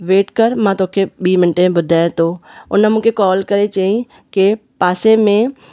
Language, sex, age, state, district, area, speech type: Sindhi, female, 30-45, Maharashtra, Thane, urban, spontaneous